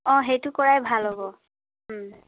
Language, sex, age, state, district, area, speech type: Assamese, female, 30-45, Assam, Dibrugarh, urban, conversation